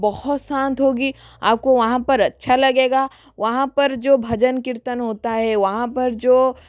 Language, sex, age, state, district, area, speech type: Hindi, female, 60+, Rajasthan, Jodhpur, rural, spontaneous